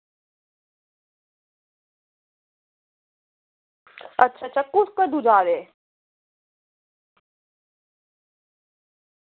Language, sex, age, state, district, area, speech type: Dogri, female, 18-30, Jammu and Kashmir, Samba, rural, conversation